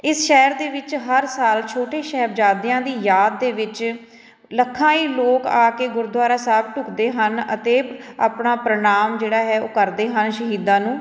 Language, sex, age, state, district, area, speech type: Punjabi, female, 30-45, Punjab, Fatehgarh Sahib, urban, spontaneous